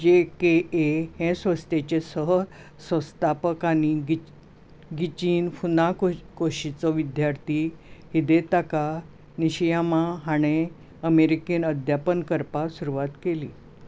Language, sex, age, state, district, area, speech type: Goan Konkani, female, 60+, Goa, Bardez, urban, read